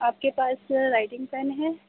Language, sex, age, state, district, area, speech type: Urdu, female, 18-30, Uttar Pradesh, Gautam Buddha Nagar, urban, conversation